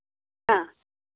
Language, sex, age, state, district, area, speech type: Tamil, female, 45-60, Tamil Nadu, Coimbatore, rural, conversation